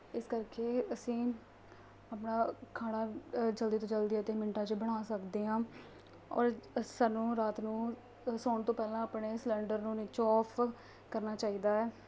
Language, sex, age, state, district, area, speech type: Punjabi, female, 18-30, Punjab, Mohali, rural, spontaneous